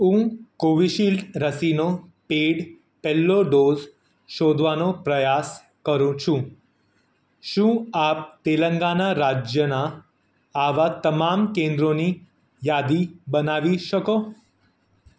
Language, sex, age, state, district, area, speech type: Gujarati, male, 30-45, Gujarat, Surat, urban, read